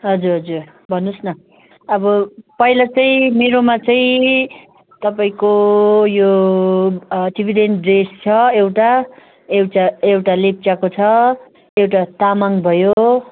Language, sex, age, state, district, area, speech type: Nepali, female, 60+, West Bengal, Kalimpong, rural, conversation